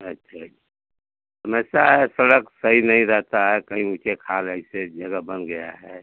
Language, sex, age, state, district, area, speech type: Hindi, male, 60+, Uttar Pradesh, Mau, rural, conversation